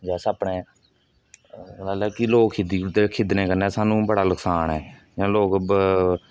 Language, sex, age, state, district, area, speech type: Dogri, male, 18-30, Jammu and Kashmir, Kathua, rural, spontaneous